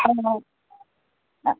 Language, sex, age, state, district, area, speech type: Assamese, female, 18-30, Assam, Lakhimpur, rural, conversation